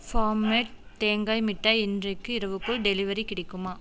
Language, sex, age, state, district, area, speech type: Tamil, female, 30-45, Tamil Nadu, Coimbatore, rural, read